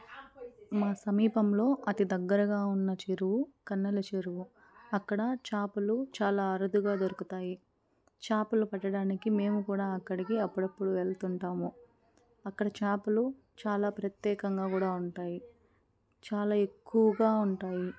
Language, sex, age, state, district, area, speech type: Telugu, female, 18-30, Andhra Pradesh, Eluru, urban, spontaneous